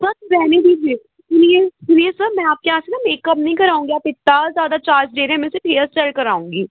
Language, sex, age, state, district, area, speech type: Hindi, female, 18-30, Madhya Pradesh, Jabalpur, urban, conversation